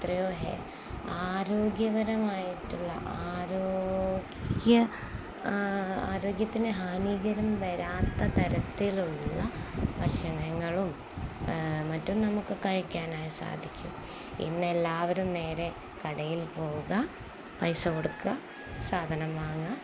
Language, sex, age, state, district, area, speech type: Malayalam, female, 30-45, Kerala, Kozhikode, rural, spontaneous